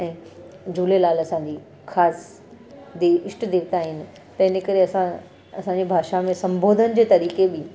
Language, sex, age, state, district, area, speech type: Sindhi, female, 45-60, Gujarat, Surat, urban, spontaneous